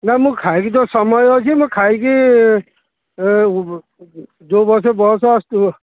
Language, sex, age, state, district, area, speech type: Odia, male, 45-60, Odisha, Kendujhar, urban, conversation